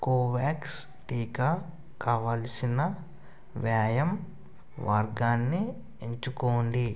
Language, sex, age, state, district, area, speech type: Telugu, male, 60+, Andhra Pradesh, Eluru, rural, read